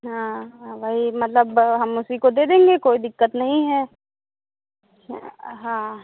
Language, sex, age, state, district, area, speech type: Hindi, female, 30-45, Uttar Pradesh, Lucknow, rural, conversation